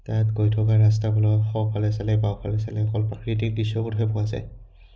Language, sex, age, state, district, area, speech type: Assamese, male, 18-30, Assam, Udalguri, rural, spontaneous